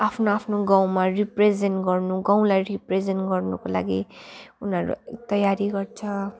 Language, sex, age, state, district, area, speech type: Nepali, female, 18-30, West Bengal, Kalimpong, rural, spontaneous